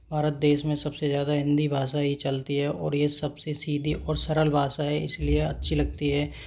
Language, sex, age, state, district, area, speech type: Hindi, male, 30-45, Rajasthan, Karauli, rural, spontaneous